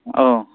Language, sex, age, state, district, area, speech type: Bodo, male, 18-30, Assam, Kokrajhar, rural, conversation